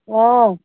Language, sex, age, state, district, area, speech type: Assamese, female, 30-45, Assam, Sivasagar, rural, conversation